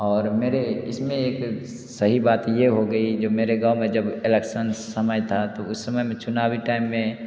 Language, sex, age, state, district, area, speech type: Hindi, male, 30-45, Bihar, Darbhanga, rural, spontaneous